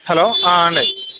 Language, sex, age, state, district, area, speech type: Telugu, male, 18-30, Andhra Pradesh, Krishna, urban, conversation